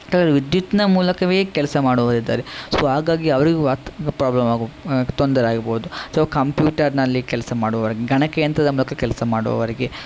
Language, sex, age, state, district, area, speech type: Kannada, male, 18-30, Karnataka, Udupi, rural, spontaneous